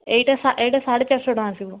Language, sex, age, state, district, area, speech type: Odia, female, 30-45, Odisha, Kalahandi, rural, conversation